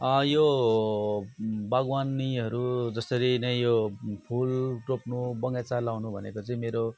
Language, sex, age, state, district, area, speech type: Nepali, male, 45-60, West Bengal, Darjeeling, rural, spontaneous